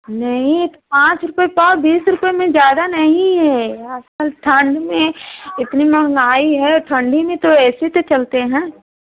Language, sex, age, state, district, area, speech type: Hindi, female, 30-45, Uttar Pradesh, Prayagraj, urban, conversation